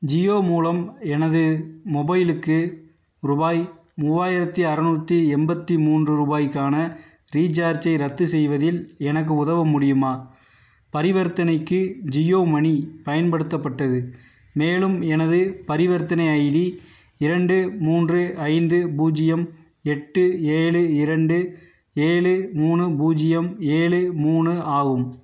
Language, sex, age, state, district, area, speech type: Tamil, male, 30-45, Tamil Nadu, Theni, rural, read